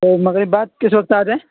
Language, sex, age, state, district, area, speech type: Urdu, male, 18-30, Bihar, Purnia, rural, conversation